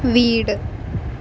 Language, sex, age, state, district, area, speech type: Malayalam, female, 18-30, Kerala, Malappuram, rural, read